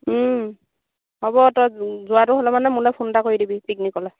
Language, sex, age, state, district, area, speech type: Assamese, female, 18-30, Assam, Dhemaji, rural, conversation